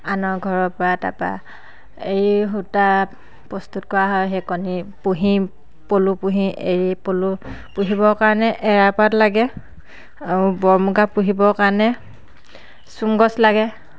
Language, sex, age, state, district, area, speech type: Assamese, female, 30-45, Assam, Dhemaji, rural, spontaneous